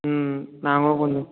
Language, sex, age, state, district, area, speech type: Tamil, male, 18-30, Tamil Nadu, Tiruppur, rural, conversation